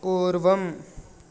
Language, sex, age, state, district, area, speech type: Sanskrit, male, 18-30, Telangana, Medak, urban, read